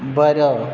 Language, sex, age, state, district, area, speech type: Goan Konkani, male, 18-30, Goa, Quepem, rural, spontaneous